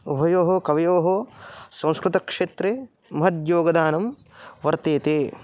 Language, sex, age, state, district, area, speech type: Sanskrit, male, 18-30, Maharashtra, Aurangabad, urban, spontaneous